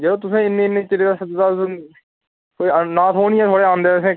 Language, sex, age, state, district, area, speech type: Dogri, male, 18-30, Jammu and Kashmir, Udhampur, rural, conversation